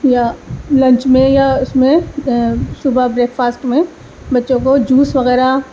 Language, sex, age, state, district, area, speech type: Urdu, female, 30-45, Delhi, East Delhi, rural, spontaneous